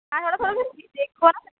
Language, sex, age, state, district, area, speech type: Punjabi, female, 18-30, Punjab, Shaheed Bhagat Singh Nagar, rural, conversation